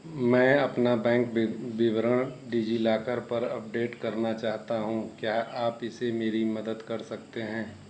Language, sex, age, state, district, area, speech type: Hindi, male, 45-60, Uttar Pradesh, Mau, urban, read